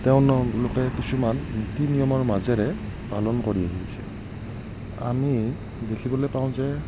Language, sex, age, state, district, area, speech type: Assamese, male, 60+, Assam, Morigaon, rural, spontaneous